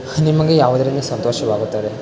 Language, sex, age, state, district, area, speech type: Kannada, male, 18-30, Karnataka, Davanagere, rural, spontaneous